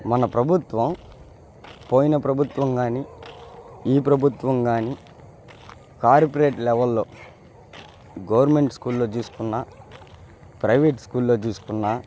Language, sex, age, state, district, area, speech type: Telugu, male, 18-30, Andhra Pradesh, Bapatla, rural, spontaneous